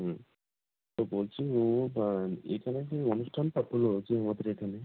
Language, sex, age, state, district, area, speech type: Bengali, male, 18-30, West Bengal, North 24 Parganas, rural, conversation